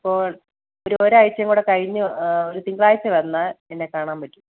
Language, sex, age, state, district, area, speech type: Malayalam, female, 30-45, Kerala, Idukki, rural, conversation